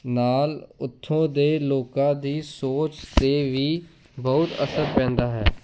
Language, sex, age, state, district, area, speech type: Punjabi, male, 18-30, Punjab, Jalandhar, urban, spontaneous